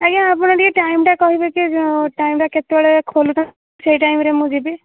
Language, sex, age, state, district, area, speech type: Odia, female, 18-30, Odisha, Kandhamal, rural, conversation